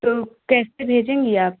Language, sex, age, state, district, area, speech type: Hindi, female, 18-30, Uttar Pradesh, Jaunpur, urban, conversation